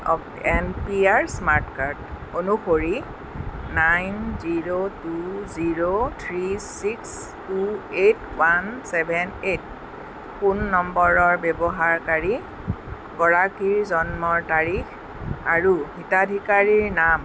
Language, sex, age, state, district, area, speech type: Assamese, female, 45-60, Assam, Sonitpur, urban, read